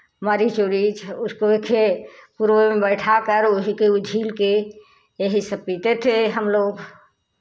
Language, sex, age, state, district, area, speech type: Hindi, female, 60+, Uttar Pradesh, Chandauli, rural, spontaneous